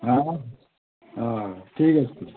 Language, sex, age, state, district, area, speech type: Odia, male, 60+, Odisha, Gajapati, rural, conversation